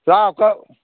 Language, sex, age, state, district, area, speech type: Goan Konkani, male, 45-60, Goa, Canacona, rural, conversation